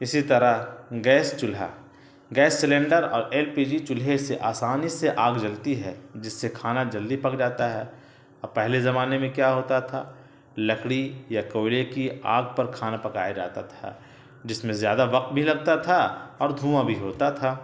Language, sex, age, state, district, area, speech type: Urdu, male, 30-45, Bihar, Gaya, urban, spontaneous